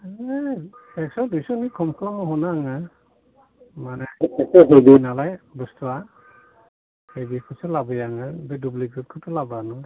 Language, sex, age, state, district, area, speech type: Bodo, male, 60+, Assam, Chirang, rural, conversation